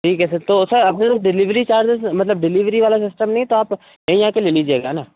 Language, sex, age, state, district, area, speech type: Hindi, male, 18-30, Madhya Pradesh, Seoni, urban, conversation